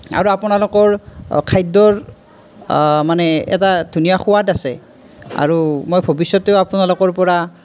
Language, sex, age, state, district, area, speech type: Assamese, male, 18-30, Assam, Nalbari, rural, spontaneous